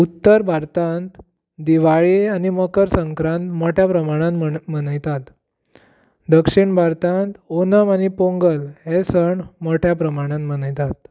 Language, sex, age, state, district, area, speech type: Goan Konkani, male, 18-30, Goa, Tiswadi, rural, spontaneous